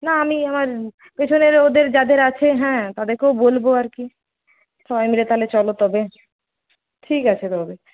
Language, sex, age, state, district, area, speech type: Bengali, female, 30-45, West Bengal, Purulia, urban, conversation